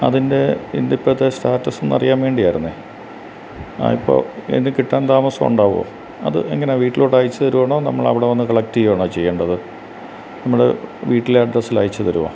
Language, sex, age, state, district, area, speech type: Malayalam, male, 45-60, Kerala, Kottayam, rural, spontaneous